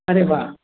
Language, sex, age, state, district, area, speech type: Sindhi, female, 30-45, Gujarat, Surat, urban, conversation